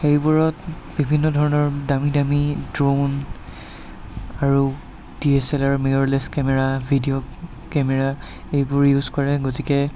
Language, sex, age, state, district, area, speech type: Assamese, male, 60+, Assam, Darrang, rural, spontaneous